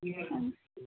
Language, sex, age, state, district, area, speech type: Maithili, female, 18-30, Bihar, Madhubani, urban, conversation